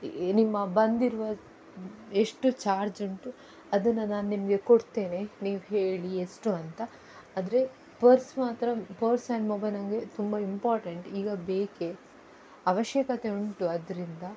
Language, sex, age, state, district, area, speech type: Kannada, female, 18-30, Karnataka, Udupi, urban, spontaneous